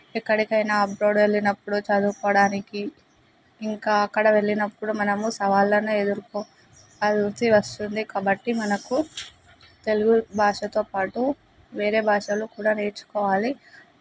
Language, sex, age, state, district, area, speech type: Telugu, female, 18-30, Telangana, Mahbubnagar, urban, spontaneous